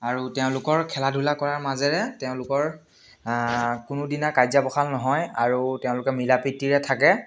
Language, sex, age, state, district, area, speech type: Assamese, male, 18-30, Assam, Biswanath, rural, spontaneous